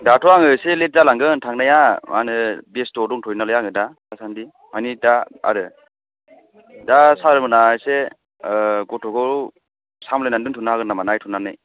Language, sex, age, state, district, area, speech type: Bodo, male, 30-45, Assam, Chirang, rural, conversation